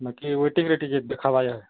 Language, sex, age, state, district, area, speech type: Odia, male, 45-60, Odisha, Nuapada, urban, conversation